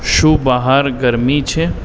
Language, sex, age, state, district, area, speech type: Gujarati, male, 18-30, Gujarat, Aravalli, urban, read